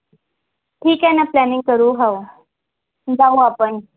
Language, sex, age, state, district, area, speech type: Marathi, female, 45-60, Maharashtra, Yavatmal, rural, conversation